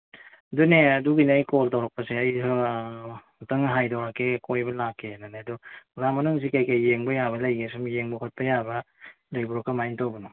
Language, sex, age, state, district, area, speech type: Manipuri, male, 45-60, Manipur, Bishnupur, rural, conversation